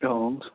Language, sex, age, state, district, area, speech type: Assamese, male, 18-30, Assam, Sivasagar, rural, conversation